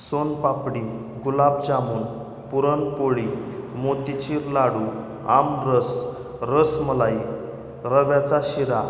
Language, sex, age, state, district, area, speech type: Marathi, male, 18-30, Maharashtra, Osmanabad, rural, spontaneous